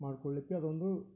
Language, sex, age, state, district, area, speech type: Kannada, male, 60+, Karnataka, Koppal, rural, spontaneous